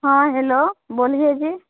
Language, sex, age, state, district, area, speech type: Hindi, female, 30-45, Bihar, Begusarai, rural, conversation